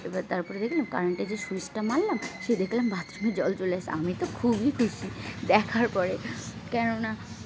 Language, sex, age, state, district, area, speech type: Bengali, female, 18-30, West Bengal, Birbhum, urban, spontaneous